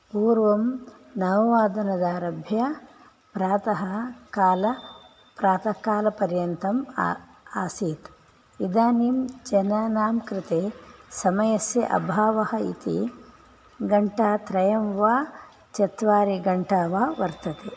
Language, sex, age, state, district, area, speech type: Sanskrit, female, 60+, Karnataka, Udupi, rural, spontaneous